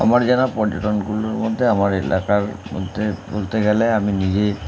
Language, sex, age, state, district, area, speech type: Bengali, male, 30-45, West Bengal, Howrah, urban, spontaneous